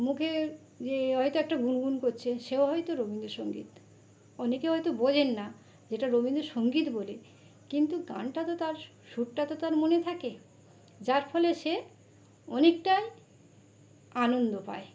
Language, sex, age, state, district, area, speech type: Bengali, female, 45-60, West Bengal, North 24 Parganas, urban, spontaneous